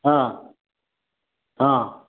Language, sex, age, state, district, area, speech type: Marathi, male, 60+, Maharashtra, Satara, rural, conversation